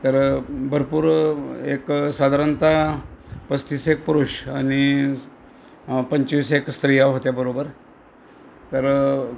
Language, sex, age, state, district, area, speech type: Marathi, male, 60+, Maharashtra, Osmanabad, rural, spontaneous